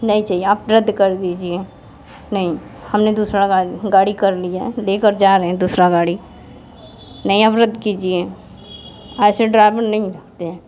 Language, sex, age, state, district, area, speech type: Hindi, female, 45-60, Uttar Pradesh, Mirzapur, urban, spontaneous